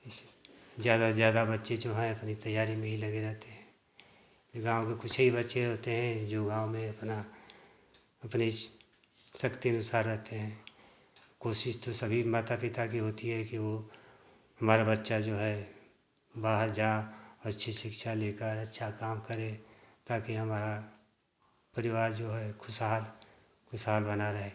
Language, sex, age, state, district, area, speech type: Hindi, male, 60+, Uttar Pradesh, Ghazipur, rural, spontaneous